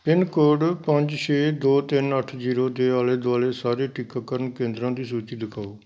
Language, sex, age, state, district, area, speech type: Punjabi, male, 60+, Punjab, Amritsar, urban, read